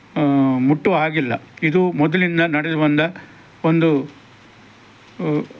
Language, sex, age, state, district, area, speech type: Kannada, male, 60+, Karnataka, Udupi, rural, spontaneous